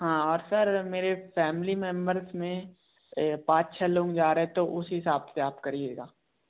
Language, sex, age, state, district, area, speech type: Hindi, male, 18-30, Madhya Pradesh, Bhopal, urban, conversation